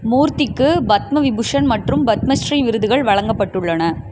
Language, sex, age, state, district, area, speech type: Tamil, female, 18-30, Tamil Nadu, Sivaganga, rural, read